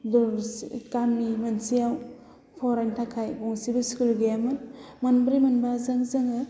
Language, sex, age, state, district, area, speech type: Bodo, female, 30-45, Assam, Udalguri, rural, spontaneous